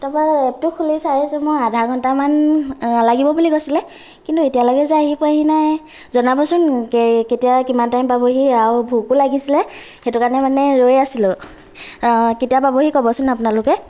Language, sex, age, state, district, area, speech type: Assamese, female, 18-30, Assam, Lakhimpur, rural, spontaneous